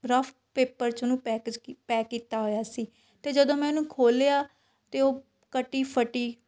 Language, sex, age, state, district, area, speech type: Punjabi, female, 18-30, Punjab, Shaheed Bhagat Singh Nagar, rural, spontaneous